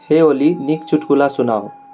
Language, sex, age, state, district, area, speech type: Maithili, male, 18-30, Bihar, Darbhanga, urban, read